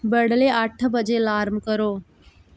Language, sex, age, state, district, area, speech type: Dogri, female, 18-30, Jammu and Kashmir, Udhampur, rural, read